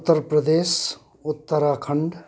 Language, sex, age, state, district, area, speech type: Nepali, male, 60+, West Bengal, Kalimpong, rural, spontaneous